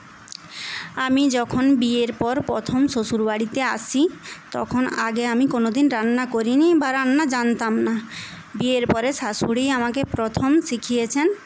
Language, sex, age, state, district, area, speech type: Bengali, female, 18-30, West Bengal, Paschim Medinipur, rural, spontaneous